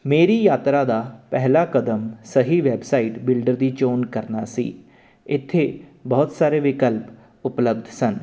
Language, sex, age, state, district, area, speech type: Punjabi, male, 30-45, Punjab, Jalandhar, urban, spontaneous